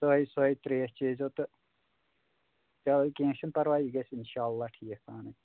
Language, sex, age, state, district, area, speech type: Kashmiri, male, 18-30, Jammu and Kashmir, Anantnag, rural, conversation